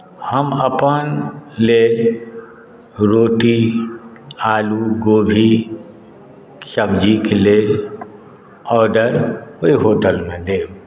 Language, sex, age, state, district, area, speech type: Maithili, male, 60+, Bihar, Madhubani, rural, spontaneous